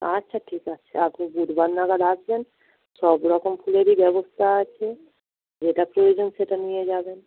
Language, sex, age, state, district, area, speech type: Bengali, female, 30-45, West Bengal, Darjeeling, rural, conversation